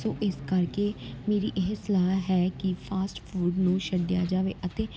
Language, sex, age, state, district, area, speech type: Punjabi, female, 18-30, Punjab, Gurdaspur, rural, spontaneous